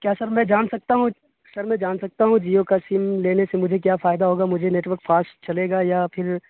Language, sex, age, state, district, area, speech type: Urdu, male, 30-45, Bihar, Darbhanga, rural, conversation